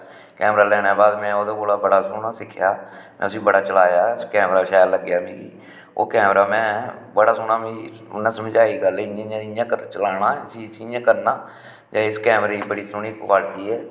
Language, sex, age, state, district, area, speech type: Dogri, male, 45-60, Jammu and Kashmir, Samba, rural, spontaneous